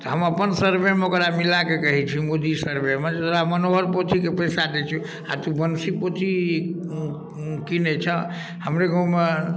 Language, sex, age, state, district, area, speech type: Maithili, male, 45-60, Bihar, Darbhanga, rural, spontaneous